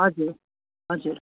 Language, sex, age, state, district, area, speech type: Nepali, female, 45-60, West Bengal, Darjeeling, rural, conversation